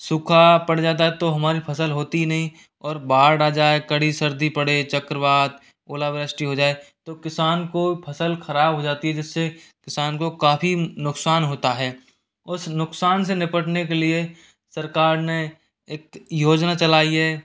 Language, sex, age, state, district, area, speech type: Hindi, male, 30-45, Rajasthan, Jaipur, urban, spontaneous